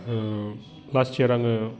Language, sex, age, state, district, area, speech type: Bodo, male, 30-45, Assam, Udalguri, urban, spontaneous